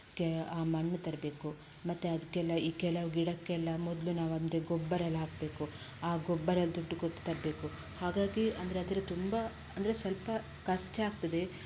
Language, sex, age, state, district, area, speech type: Kannada, female, 30-45, Karnataka, Shimoga, rural, spontaneous